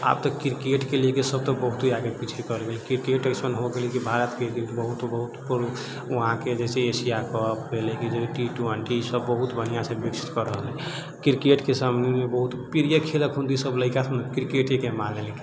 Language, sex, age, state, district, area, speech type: Maithili, male, 30-45, Bihar, Sitamarhi, urban, spontaneous